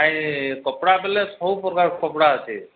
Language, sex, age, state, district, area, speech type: Odia, male, 45-60, Odisha, Nuapada, urban, conversation